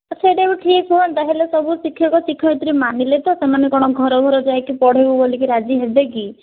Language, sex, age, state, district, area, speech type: Odia, female, 45-60, Odisha, Kandhamal, rural, conversation